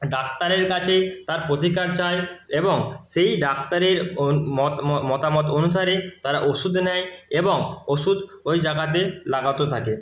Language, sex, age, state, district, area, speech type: Bengali, male, 30-45, West Bengal, Purba Medinipur, rural, spontaneous